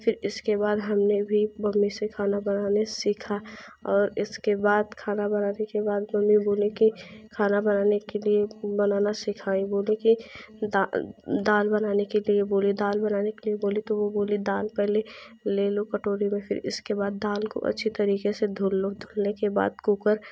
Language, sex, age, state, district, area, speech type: Hindi, female, 18-30, Uttar Pradesh, Jaunpur, urban, spontaneous